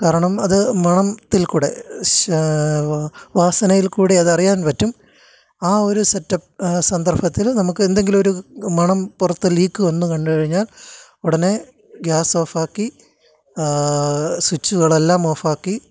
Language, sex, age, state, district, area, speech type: Malayalam, male, 30-45, Kerala, Kottayam, urban, spontaneous